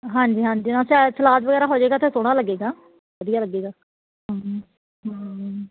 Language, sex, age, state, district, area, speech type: Punjabi, female, 30-45, Punjab, Kapurthala, rural, conversation